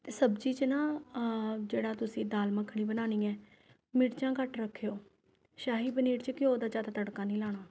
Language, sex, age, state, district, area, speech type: Punjabi, female, 30-45, Punjab, Rupnagar, urban, spontaneous